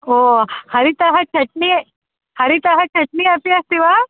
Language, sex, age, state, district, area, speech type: Sanskrit, female, 30-45, Karnataka, Dharwad, urban, conversation